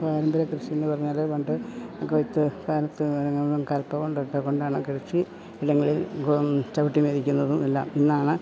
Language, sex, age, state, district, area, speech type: Malayalam, female, 60+, Kerala, Idukki, rural, spontaneous